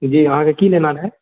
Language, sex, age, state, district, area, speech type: Maithili, male, 60+, Bihar, Purnia, urban, conversation